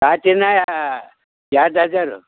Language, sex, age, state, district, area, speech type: Kannada, male, 60+, Karnataka, Bidar, rural, conversation